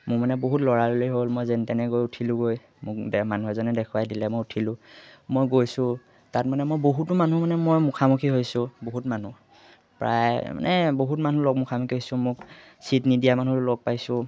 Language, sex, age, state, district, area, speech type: Assamese, male, 18-30, Assam, Majuli, urban, spontaneous